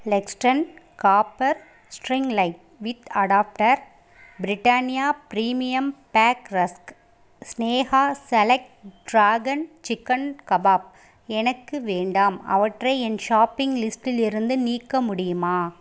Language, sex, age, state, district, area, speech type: Tamil, female, 30-45, Tamil Nadu, Pudukkottai, rural, read